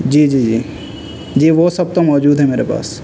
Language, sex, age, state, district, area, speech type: Urdu, male, 18-30, Delhi, North West Delhi, urban, spontaneous